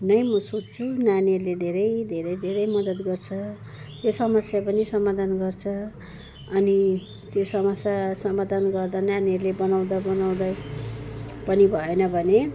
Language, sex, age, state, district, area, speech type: Nepali, female, 45-60, West Bengal, Jalpaiguri, urban, spontaneous